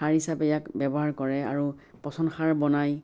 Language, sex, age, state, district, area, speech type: Assamese, female, 60+, Assam, Biswanath, rural, spontaneous